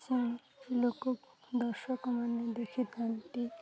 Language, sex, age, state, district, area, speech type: Odia, female, 18-30, Odisha, Nuapada, urban, spontaneous